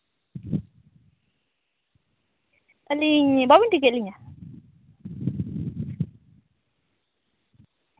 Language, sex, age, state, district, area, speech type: Santali, female, 18-30, Jharkhand, Seraikela Kharsawan, rural, conversation